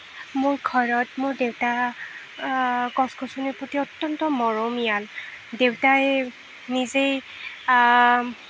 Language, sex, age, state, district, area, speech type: Assamese, female, 60+, Assam, Nagaon, rural, spontaneous